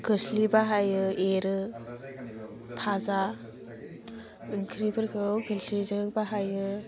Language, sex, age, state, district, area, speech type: Bodo, female, 18-30, Assam, Udalguri, urban, spontaneous